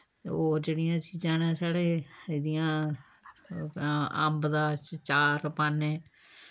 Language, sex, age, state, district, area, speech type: Dogri, female, 60+, Jammu and Kashmir, Samba, rural, spontaneous